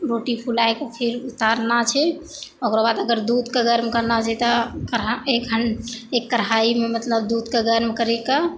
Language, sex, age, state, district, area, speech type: Maithili, female, 18-30, Bihar, Purnia, rural, spontaneous